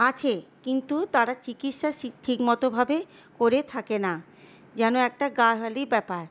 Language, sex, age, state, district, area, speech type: Bengali, female, 30-45, West Bengal, Paschim Bardhaman, urban, spontaneous